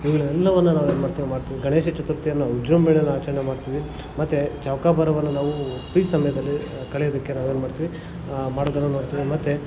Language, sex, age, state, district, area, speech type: Kannada, male, 30-45, Karnataka, Kolar, rural, spontaneous